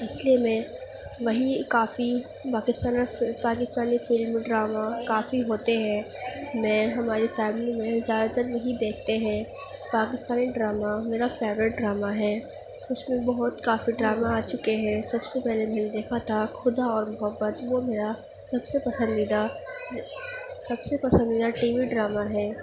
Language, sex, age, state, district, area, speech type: Urdu, female, 18-30, Uttar Pradesh, Gautam Buddha Nagar, urban, spontaneous